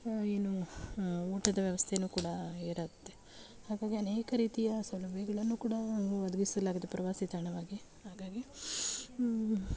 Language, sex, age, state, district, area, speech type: Kannada, female, 30-45, Karnataka, Mandya, urban, spontaneous